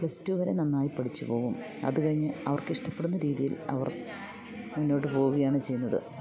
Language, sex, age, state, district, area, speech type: Malayalam, female, 45-60, Kerala, Idukki, rural, spontaneous